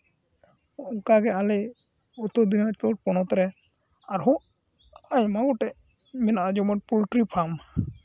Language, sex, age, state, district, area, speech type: Santali, male, 18-30, West Bengal, Uttar Dinajpur, rural, spontaneous